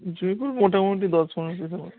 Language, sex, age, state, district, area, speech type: Bengali, male, 18-30, West Bengal, Darjeeling, rural, conversation